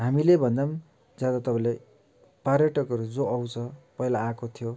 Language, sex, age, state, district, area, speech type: Nepali, male, 45-60, West Bengal, Darjeeling, rural, spontaneous